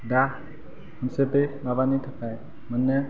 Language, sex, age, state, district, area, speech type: Bodo, male, 18-30, Assam, Kokrajhar, rural, spontaneous